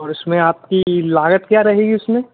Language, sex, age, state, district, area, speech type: Hindi, male, 18-30, Madhya Pradesh, Gwalior, urban, conversation